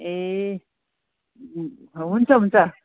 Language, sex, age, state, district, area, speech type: Nepali, female, 45-60, West Bengal, Kalimpong, rural, conversation